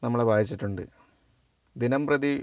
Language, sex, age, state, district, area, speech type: Malayalam, female, 18-30, Kerala, Wayanad, rural, spontaneous